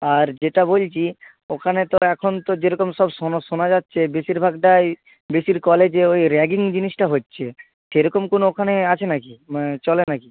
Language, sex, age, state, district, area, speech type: Bengali, male, 60+, West Bengal, Purba Medinipur, rural, conversation